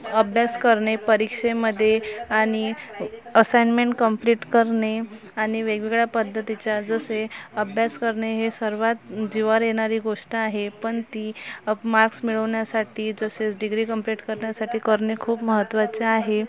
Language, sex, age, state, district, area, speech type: Marathi, female, 30-45, Maharashtra, Amravati, rural, spontaneous